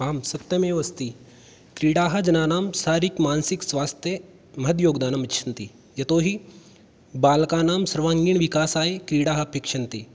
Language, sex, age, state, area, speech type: Sanskrit, male, 18-30, Rajasthan, rural, spontaneous